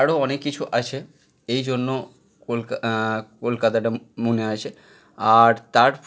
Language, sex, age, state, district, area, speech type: Bengali, male, 18-30, West Bengal, Howrah, urban, spontaneous